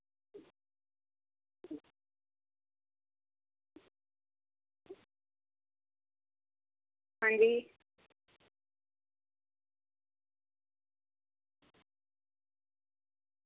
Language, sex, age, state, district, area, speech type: Dogri, female, 45-60, Jammu and Kashmir, Udhampur, urban, conversation